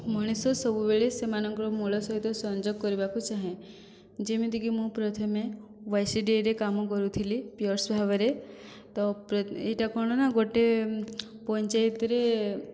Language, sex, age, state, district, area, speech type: Odia, female, 18-30, Odisha, Boudh, rural, spontaneous